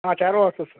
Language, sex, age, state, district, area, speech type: Telugu, male, 18-30, Andhra Pradesh, Srikakulam, urban, conversation